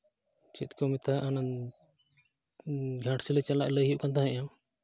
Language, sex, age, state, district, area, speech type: Santali, male, 18-30, Jharkhand, East Singhbhum, rural, spontaneous